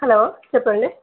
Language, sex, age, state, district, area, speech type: Telugu, female, 45-60, Andhra Pradesh, Anantapur, urban, conversation